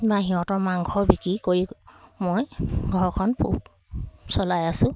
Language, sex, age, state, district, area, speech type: Assamese, female, 45-60, Assam, Charaideo, rural, spontaneous